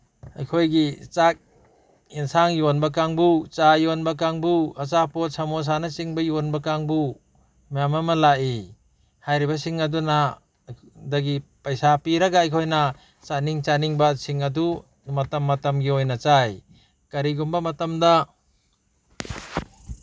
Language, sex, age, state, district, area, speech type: Manipuri, male, 60+, Manipur, Bishnupur, rural, spontaneous